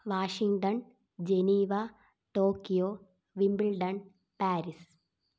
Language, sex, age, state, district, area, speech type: Malayalam, female, 18-30, Kerala, Thiruvananthapuram, rural, spontaneous